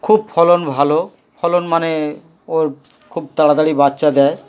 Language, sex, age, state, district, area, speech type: Bengali, male, 60+, West Bengal, Dakshin Dinajpur, urban, spontaneous